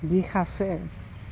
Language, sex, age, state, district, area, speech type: Assamese, female, 60+, Assam, Goalpara, urban, spontaneous